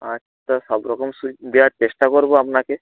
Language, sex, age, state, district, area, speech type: Bengali, male, 45-60, West Bengal, Nadia, rural, conversation